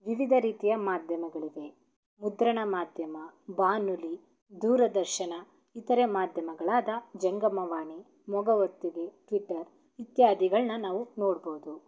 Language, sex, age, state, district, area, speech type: Kannada, female, 18-30, Karnataka, Davanagere, rural, spontaneous